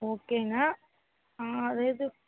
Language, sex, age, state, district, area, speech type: Tamil, female, 45-60, Tamil Nadu, Thoothukudi, urban, conversation